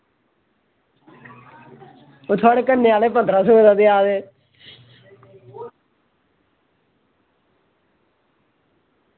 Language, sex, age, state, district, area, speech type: Dogri, male, 18-30, Jammu and Kashmir, Samba, rural, conversation